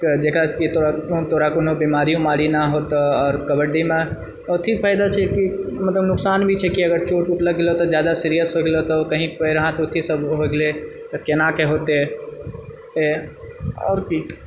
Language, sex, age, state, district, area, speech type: Maithili, male, 30-45, Bihar, Purnia, rural, spontaneous